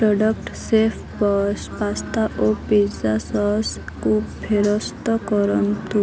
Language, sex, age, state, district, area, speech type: Odia, female, 18-30, Odisha, Malkangiri, urban, read